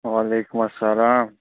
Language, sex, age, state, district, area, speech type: Kashmiri, male, 45-60, Jammu and Kashmir, Srinagar, urban, conversation